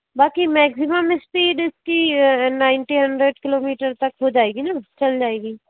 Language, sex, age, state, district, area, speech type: Hindi, female, 18-30, Madhya Pradesh, Indore, urban, conversation